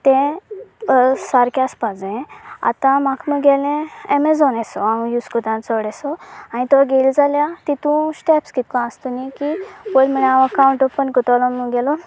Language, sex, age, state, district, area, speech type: Goan Konkani, female, 18-30, Goa, Sanguem, rural, spontaneous